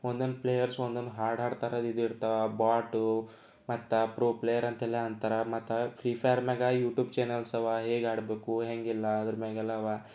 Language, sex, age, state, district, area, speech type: Kannada, male, 18-30, Karnataka, Bidar, urban, spontaneous